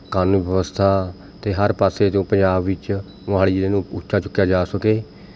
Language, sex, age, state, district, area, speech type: Punjabi, male, 30-45, Punjab, Mohali, urban, spontaneous